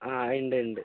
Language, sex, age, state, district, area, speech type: Malayalam, male, 30-45, Kerala, Wayanad, rural, conversation